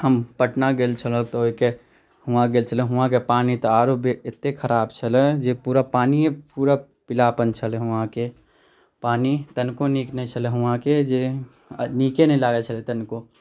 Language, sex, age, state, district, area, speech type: Maithili, male, 18-30, Bihar, Muzaffarpur, rural, spontaneous